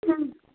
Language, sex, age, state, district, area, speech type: Kannada, female, 18-30, Karnataka, Chamarajanagar, rural, conversation